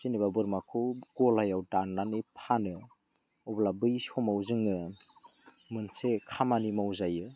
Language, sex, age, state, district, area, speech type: Bodo, male, 18-30, Assam, Udalguri, rural, spontaneous